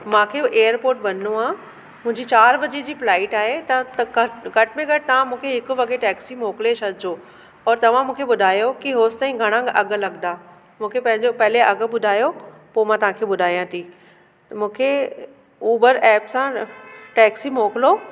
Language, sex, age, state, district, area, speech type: Sindhi, female, 30-45, Delhi, South Delhi, urban, spontaneous